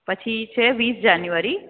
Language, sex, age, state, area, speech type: Gujarati, female, 30-45, Gujarat, urban, conversation